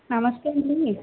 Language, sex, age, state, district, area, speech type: Telugu, female, 45-60, Andhra Pradesh, Vizianagaram, rural, conversation